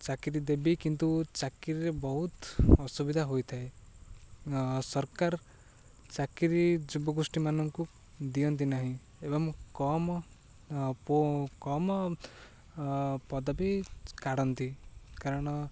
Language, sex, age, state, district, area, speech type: Odia, male, 18-30, Odisha, Ganjam, urban, spontaneous